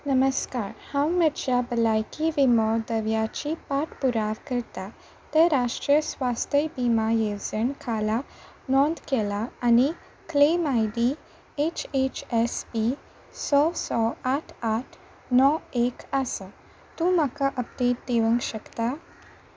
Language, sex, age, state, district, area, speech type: Goan Konkani, female, 18-30, Goa, Salcete, rural, read